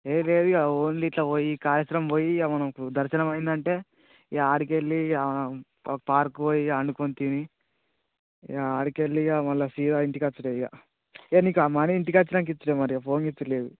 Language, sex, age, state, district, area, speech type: Telugu, male, 18-30, Telangana, Mancherial, rural, conversation